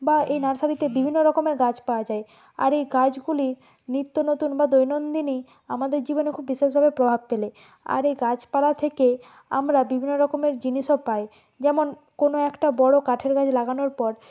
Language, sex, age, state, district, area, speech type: Bengali, female, 45-60, West Bengal, Purba Medinipur, rural, spontaneous